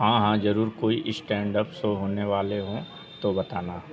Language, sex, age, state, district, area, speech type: Hindi, male, 30-45, Uttar Pradesh, Azamgarh, rural, read